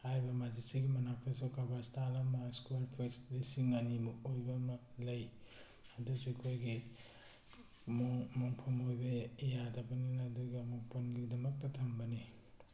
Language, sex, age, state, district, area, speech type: Manipuri, male, 18-30, Manipur, Tengnoupal, rural, spontaneous